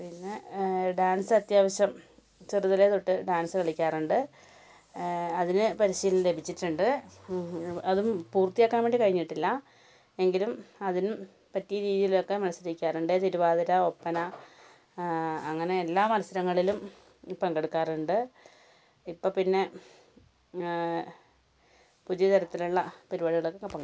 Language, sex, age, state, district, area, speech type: Malayalam, female, 45-60, Kerala, Wayanad, rural, spontaneous